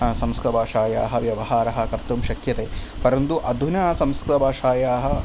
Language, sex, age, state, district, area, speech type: Sanskrit, male, 30-45, Kerala, Thrissur, urban, spontaneous